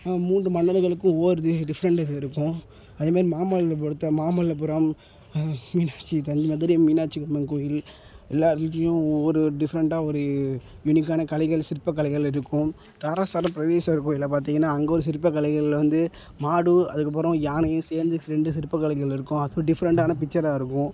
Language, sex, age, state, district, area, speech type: Tamil, male, 18-30, Tamil Nadu, Thanjavur, urban, spontaneous